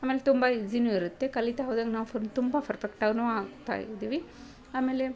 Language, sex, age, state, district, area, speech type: Kannada, female, 30-45, Karnataka, Dharwad, rural, spontaneous